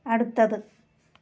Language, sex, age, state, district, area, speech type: Malayalam, female, 45-60, Kerala, Alappuzha, rural, read